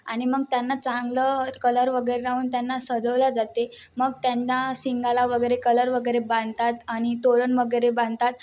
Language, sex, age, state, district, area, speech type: Marathi, female, 18-30, Maharashtra, Wardha, rural, spontaneous